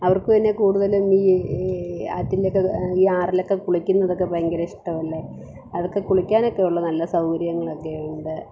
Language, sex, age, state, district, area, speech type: Malayalam, female, 30-45, Kerala, Thiruvananthapuram, rural, spontaneous